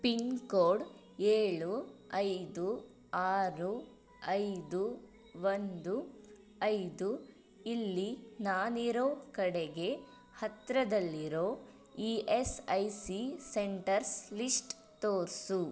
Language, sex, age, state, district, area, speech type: Kannada, female, 30-45, Karnataka, Tumkur, rural, read